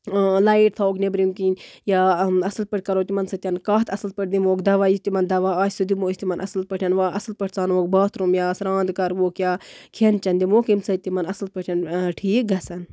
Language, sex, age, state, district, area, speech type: Kashmiri, female, 30-45, Jammu and Kashmir, Baramulla, rural, spontaneous